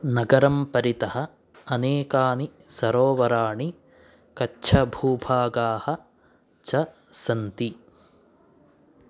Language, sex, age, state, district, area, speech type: Sanskrit, male, 18-30, Karnataka, Chikkamagaluru, urban, read